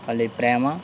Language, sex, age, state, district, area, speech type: Telugu, male, 18-30, Andhra Pradesh, East Godavari, urban, spontaneous